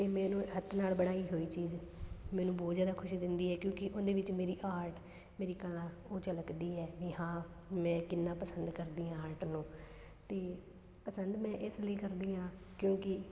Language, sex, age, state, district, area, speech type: Punjabi, female, 18-30, Punjab, Fazilka, rural, spontaneous